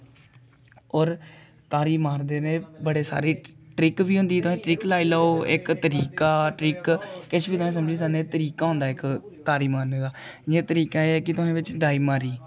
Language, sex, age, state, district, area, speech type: Dogri, male, 18-30, Jammu and Kashmir, Kathua, rural, spontaneous